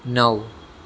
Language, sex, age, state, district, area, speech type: Gujarati, male, 18-30, Gujarat, Surat, urban, read